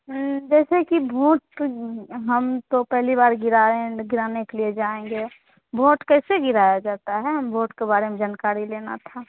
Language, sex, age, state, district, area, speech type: Hindi, female, 30-45, Bihar, Begusarai, rural, conversation